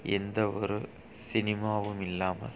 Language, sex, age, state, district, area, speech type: Tamil, male, 30-45, Tamil Nadu, Dharmapuri, rural, spontaneous